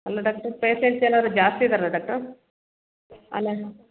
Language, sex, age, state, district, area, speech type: Kannada, female, 30-45, Karnataka, Mandya, rural, conversation